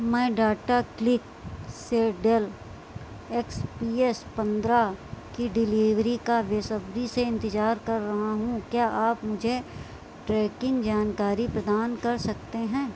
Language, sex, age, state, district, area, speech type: Hindi, female, 45-60, Uttar Pradesh, Sitapur, rural, read